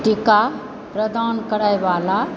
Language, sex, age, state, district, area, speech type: Maithili, female, 60+, Bihar, Supaul, rural, read